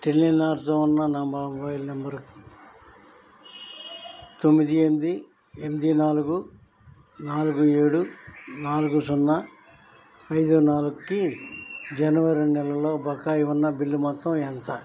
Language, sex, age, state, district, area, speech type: Telugu, male, 60+, Andhra Pradesh, N T Rama Rao, urban, read